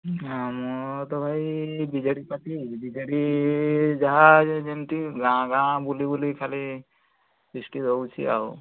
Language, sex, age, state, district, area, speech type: Odia, male, 18-30, Odisha, Mayurbhanj, rural, conversation